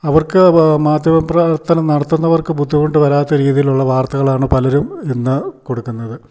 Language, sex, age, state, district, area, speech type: Malayalam, male, 60+, Kerala, Idukki, rural, spontaneous